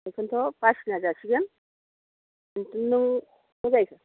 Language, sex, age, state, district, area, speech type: Bodo, female, 60+, Assam, Baksa, urban, conversation